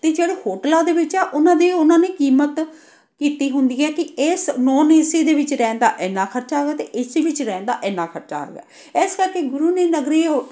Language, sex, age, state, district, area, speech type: Punjabi, female, 45-60, Punjab, Amritsar, urban, spontaneous